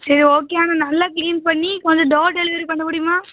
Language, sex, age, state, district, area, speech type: Tamil, female, 18-30, Tamil Nadu, Thoothukudi, rural, conversation